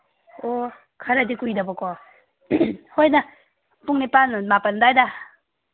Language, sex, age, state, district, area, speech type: Manipuri, female, 18-30, Manipur, Kangpokpi, urban, conversation